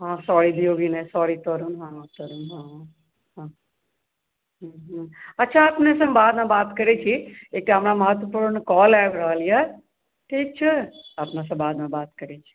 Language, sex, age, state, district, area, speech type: Maithili, female, 45-60, Bihar, Supaul, rural, conversation